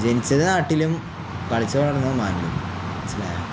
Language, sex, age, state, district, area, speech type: Malayalam, male, 18-30, Kerala, Palakkad, rural, spontaneous